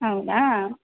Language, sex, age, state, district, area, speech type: Kannada, female, 18-30, Karnataka, Belgaum, rural, conversation